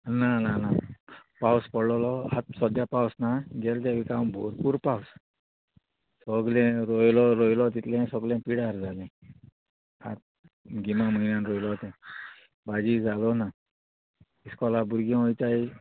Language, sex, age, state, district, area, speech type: Goan Konkani, male, 45-60, Goa, Murmgao, rural, conversation